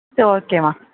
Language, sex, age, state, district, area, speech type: Tamil, female, 18-30, Tamil Nadu, Vellore, urban, conversation